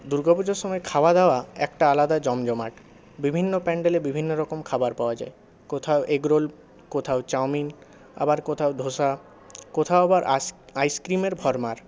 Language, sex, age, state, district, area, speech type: Bengali, male, 18-30, West Bengal, Purulia, urban, spontaneous